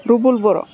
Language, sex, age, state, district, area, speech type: Bodo, female, 30-45, Assam, Udalguri, urban, spontaneous